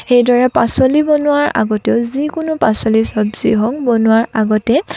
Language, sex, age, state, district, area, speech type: Assamese, female, 18-30, Assam, Lakhimpur, rural, spontaneous